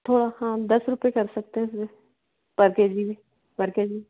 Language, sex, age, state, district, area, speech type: Hindi, female, 45-60, Madhya Pradesh, Betul, urban, conversation